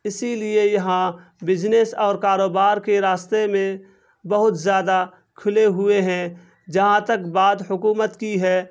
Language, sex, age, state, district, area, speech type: Urdu, male, 18-30, Bihar, Purnia, rural, spontaneous